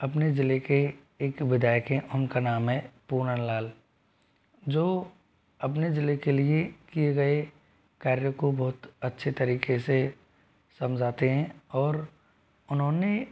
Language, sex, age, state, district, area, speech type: Hindi, male, 45-60, Rajasthan, Jodhpur, urban, spontaneous